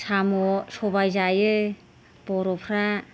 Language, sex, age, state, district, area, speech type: Bodo, female, 45-60, Assam, Kokrajhar, urban, spontaneous